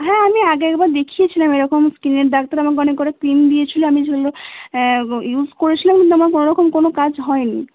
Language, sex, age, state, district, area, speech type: Bengali, female, 18-30, West Bengal, Cooch Behar, urban, conversation